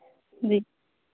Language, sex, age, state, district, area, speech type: Hindi, female, 18-30, Uttar Pradesh, Varanasi, urban, conversation